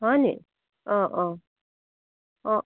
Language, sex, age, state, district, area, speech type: Assamese, female, 30-45, Assam, Jorhat, urban, conversation